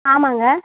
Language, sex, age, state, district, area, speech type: Tamil, female, 18-30, Tamil Nadu, Kallakurichi, rural, conversation